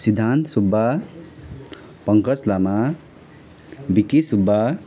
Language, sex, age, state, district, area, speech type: Nepali, male, 30-45, West Bengal, Alipurduar, urban, spontaneous